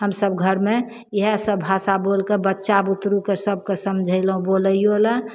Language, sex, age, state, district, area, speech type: Maithili, female, 60+, Bihar, Begusarai, rural, spontaneous